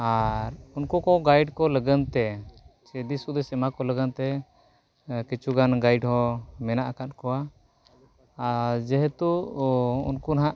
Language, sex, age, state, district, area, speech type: Santali, male, 45-60, Odisha, Mayurbhanj, rural, spontaneous